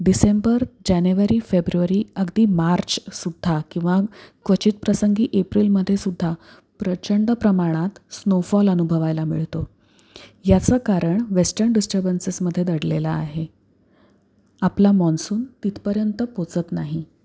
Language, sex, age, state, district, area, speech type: Marathi, female, 30-45, Maharashtra, Pune, urban, spontaneous